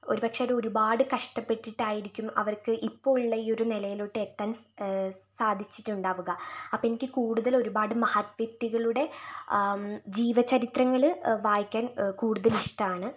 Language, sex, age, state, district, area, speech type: Malayalam, female, 18-30, Kerala, Wayanad, rural, spontaneous